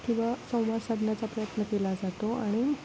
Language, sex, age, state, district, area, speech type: Marathi, female, 18-30, Maharashtra, Sindhudurg, rural, spontaneous